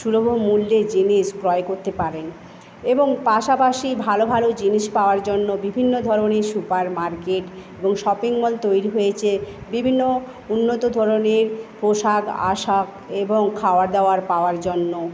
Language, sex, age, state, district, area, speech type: Bengali, female, 30-45, West Bengal, Paschim Medinipur, rural, spontaneous